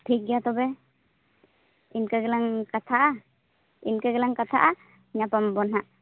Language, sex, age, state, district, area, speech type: Santali, female, 18-30, Jharkhand, Seraikela Kharsawan, rural, conversation